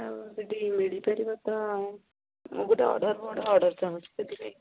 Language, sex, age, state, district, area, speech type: Odia, female, 30-45, Odisha, Kendujhar, urban, conversation